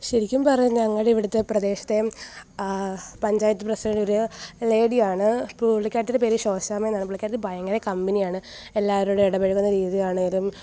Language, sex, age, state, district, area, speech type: Malayalam, female, 18-30, Kerala, Alappuzha, rural, spontaneous